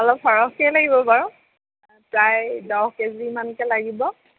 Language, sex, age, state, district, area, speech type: Assamese, female, 30-45, Assam, Lakhimpur, rural, conversation